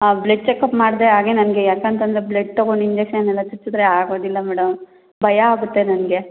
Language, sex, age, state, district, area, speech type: Kannada, female, 18-30, Karnataka, Kolar, rural, conversation